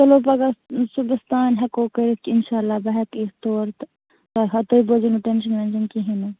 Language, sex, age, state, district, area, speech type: Kashmiri, female, 30-45, Jammu and Kashmir, Baramulla, rural, conversation